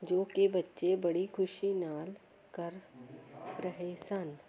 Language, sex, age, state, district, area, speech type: Punjabi, female, 45-60, Punjab, Jalandhar, urban, spontaneous